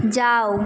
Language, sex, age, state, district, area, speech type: Bengali, female, 18-30, West Bengal, Nadia, rural, read